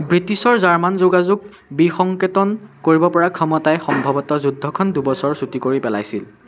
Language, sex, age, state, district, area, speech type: Assamese, male, 18-30, Assam, Majuli, urban, read